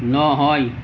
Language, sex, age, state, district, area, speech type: Assamese, male, 45-60, Assam, Nalbari, rural, read